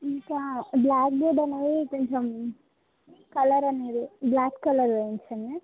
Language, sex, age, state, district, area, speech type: Telugu, female, 45-60, Andhra Pradesh, Visakhapatnam, urban, conversation